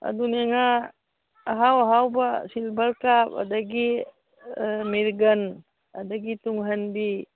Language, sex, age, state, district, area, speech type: Manipuri, female, 60+, Manipur, Churachandpur, urban, conversation